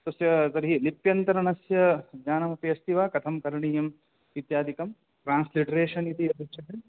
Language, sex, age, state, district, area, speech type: Sanskrit, male, 30-45, Karnataka, Udupi, urban, conversation